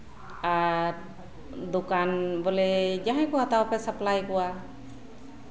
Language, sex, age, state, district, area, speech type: Santali, female, 30-45, West Bengal, Birbhum, rural, spontaneous